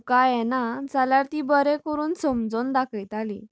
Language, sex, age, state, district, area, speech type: Goan Konkani, female, 18-30, Goa, Canacona, rural, spontaneous